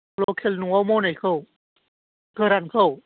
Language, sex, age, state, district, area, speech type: Bodo, male, 45-60, Assam, Chirang, urban, conversation